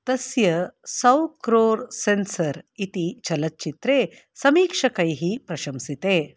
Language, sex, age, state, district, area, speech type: Sanskrit, female, 45-60, Karnataka, Bangalore Urban, urban, read